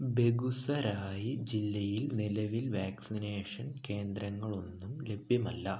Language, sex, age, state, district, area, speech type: Malayalam, male, 18-30, Kerala, Wayanad, rural, read